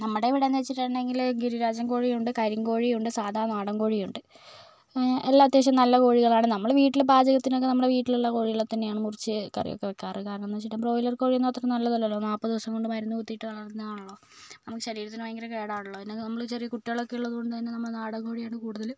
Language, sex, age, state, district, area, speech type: Malayalam, female, 30-45, Kerala, Kozhikode, urban, spontaneous